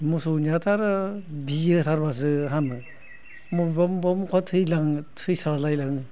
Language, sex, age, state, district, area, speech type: Bodo, male, 60+, Assam, Udalguri, rural, spontaneous